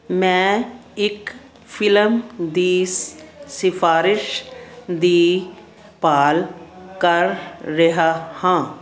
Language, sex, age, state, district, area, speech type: Punjabi, female, 60+, Punjab, Fazilka, rural, read